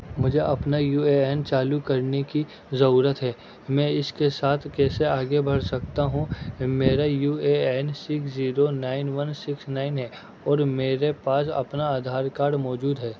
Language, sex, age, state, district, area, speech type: Urdu, male, 18-30, Delhi, North West Delhi, urban, read